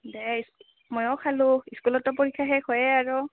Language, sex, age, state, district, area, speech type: Assamese, female, 18-30, Assam, Goalpara, rural, conversation